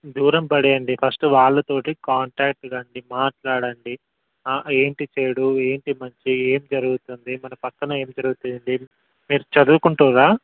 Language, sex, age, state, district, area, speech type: Telugu, male, 18-30, Telangana, Mulugu, rural, conversation